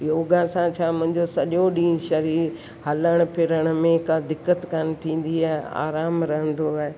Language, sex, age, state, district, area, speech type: Sindhi, female, 60+, Rajasthan, Ajmer, urban, spontaneous